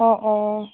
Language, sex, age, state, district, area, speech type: Assamese, female, 30-45, Assam, Tinsukia, urban, conversation